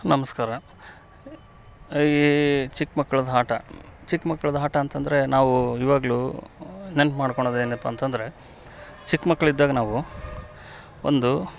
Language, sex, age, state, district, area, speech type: Kannada, male, 30-45, Karnataka, Vijayanagara, rural, spontaneous